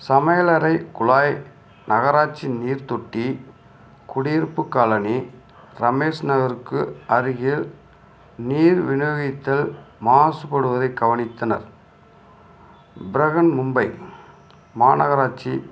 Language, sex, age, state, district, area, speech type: Tamil, male, 45-60, Tamil Nadu, Madurai, rural, read